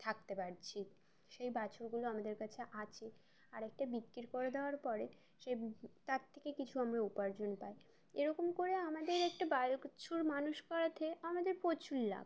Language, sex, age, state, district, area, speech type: Bengali, female, 18-30, West Bengal, Uttar Dinajpur, urban, spontaneous